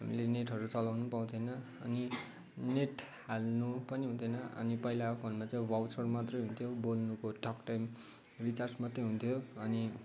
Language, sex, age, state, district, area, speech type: Nepali, male, 18-30, West Bengal, Kalimpong, rural, spontaneous